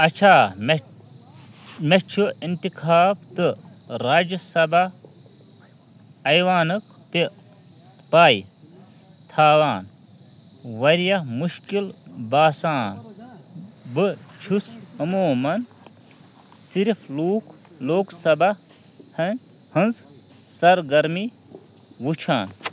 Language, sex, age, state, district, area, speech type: Kashmiri, male, 30-45, Jammu and Kashmir, Ganderbal, rural, read